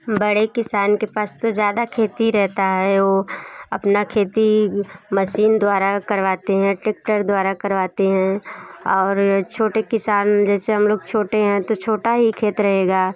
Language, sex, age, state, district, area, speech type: Hindi, female, 30-45, Uttar Pradesh, Bhadohi, rural, spontaneous